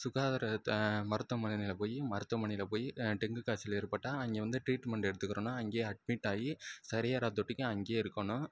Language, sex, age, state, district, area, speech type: Tamil, male, 18-30, Tamil Nadu, Sivaganga, rural, spontaneous